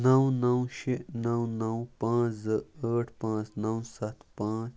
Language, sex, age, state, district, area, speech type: Kashmiri, male, 30-45, Jammu and Kashmir, Kupwara, rural, read